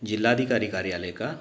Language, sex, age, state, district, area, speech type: Marathi, male, 30-45, Maharashtra, Ratnagiri, urban, spontaneous